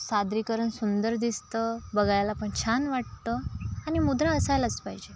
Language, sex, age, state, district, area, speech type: Marathi, male, 45-60, Maharashtra, Yavatmal, rural, spontaneous